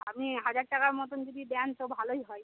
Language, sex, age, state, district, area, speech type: Bengali, female, 60+, West Bengal, Paschim Medinipur, rural, conversation